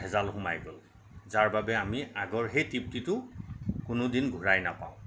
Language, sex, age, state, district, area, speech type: Assamese, male, 45-60, Assam, Nagaon, rural, spontaneous